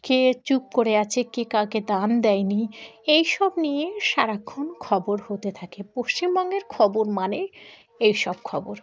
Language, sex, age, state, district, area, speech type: Bengali, female, 18-30, West Bengal, Dakshin Dinajpur, urban, spontaneous